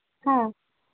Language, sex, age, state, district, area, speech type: Manipuri, female, 30-45, Manipur, Imphal East, rural, conversation